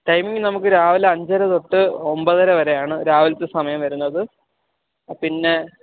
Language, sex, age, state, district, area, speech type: Malayalam, male, 30-45, Kerala, Alappuzha, rural, conversation